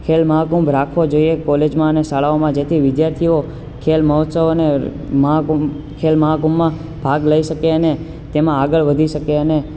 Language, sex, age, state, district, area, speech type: Gujarati, male, 18-30, Gujarat, Ahmedabad, urban, spontaneous